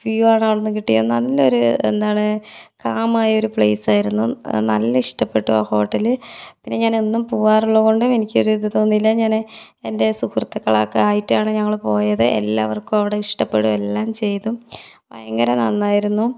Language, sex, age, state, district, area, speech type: Malayalam, female, 18-30, Kerala, Palakkad, urban, spontaneous